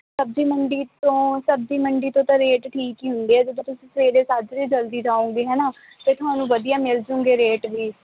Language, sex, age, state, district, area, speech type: Punjabi, female, 18-30, Punjab, Kapurthala, urban, conversation